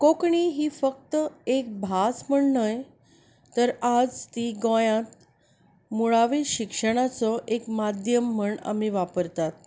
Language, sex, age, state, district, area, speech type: Goan Konkani, female, 30-45, Goa, Canacona, urban, spontaneous